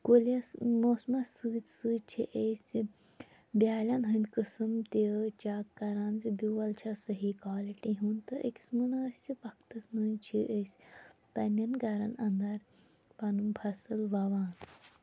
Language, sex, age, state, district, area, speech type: Kashmiri, female, 18-30, Jammu and Kashmir, Shopian, rural, spontaneous